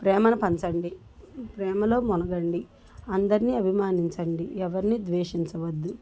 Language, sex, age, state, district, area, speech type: Telugu, female, 60+, Andhra Pradesh, Bapatla, urban, spontaneous